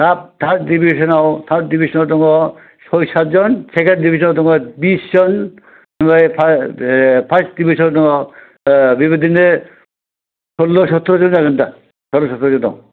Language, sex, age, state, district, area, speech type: Bodo, male, 60+, Assam, Chirang, rural, conversation